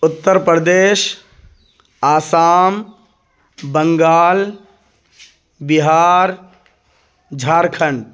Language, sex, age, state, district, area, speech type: Urdu, male, 18-30, Bihar, Purnia, rural, spontaneous